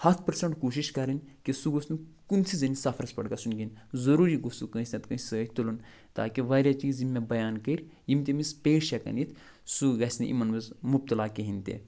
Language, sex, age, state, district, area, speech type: Kashmiri, male, 45-60, Jammu and Kashmir, Budgam, rural, spontaneous